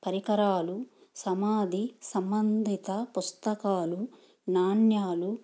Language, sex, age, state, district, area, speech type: Telugu, female, 45-60, Andhra Pradesh, Nellore, rural, spontaneous